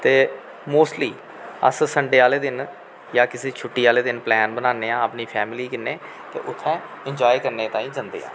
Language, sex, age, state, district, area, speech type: Dogri, male, 45-60, Jammu and Kashmir, Kathua, rural, spontaneous